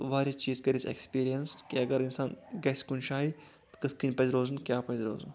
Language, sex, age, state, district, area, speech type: Kashmiri, male, 18-30, Jammu and Kashmir, Anantnag, rural, spontaneous